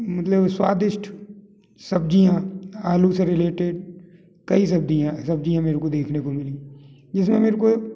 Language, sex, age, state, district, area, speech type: Hindi, male, 60+, Madhya Pradesh, Gwalior, rural, spontaneous